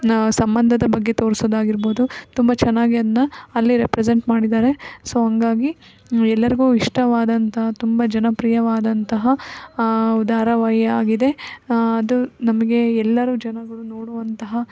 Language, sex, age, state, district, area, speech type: Kannada, female, 18-30, Karnataka, Davanagere, rural, spontaneous